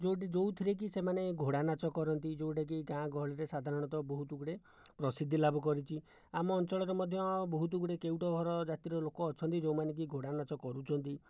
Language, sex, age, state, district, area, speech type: Odia, male, 60+, Odisha, Jajpur, rural, spontaneous